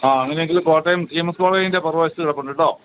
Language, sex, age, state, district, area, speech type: Malayalam, male, 60+, Kerala, Kottayam, rural, conversation